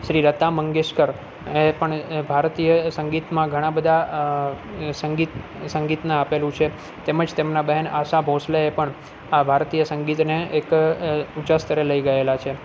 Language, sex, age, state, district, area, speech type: Gujarati, male, 30-45, Gujarat, Junagadh, urban, spontaneous